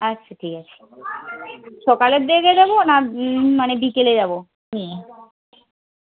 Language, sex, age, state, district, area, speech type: Bengali, female, 45-60, West Bengal, Birbhum, urban, conversation